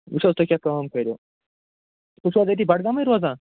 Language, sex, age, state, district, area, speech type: Kashmiri, male, 45-60, Jammu and Kashmir, Budgam, urban, conversation